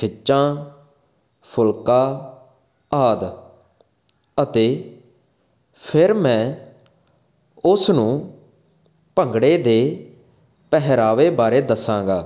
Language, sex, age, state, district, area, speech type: Punjabi, male, 18-30, Punjab, Faridkot, urban, spontaneous